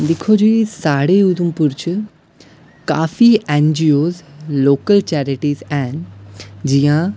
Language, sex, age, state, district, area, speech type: Dogri, male, 18-30, Jammu and Kashmir, Udhampur, urban, spontaneous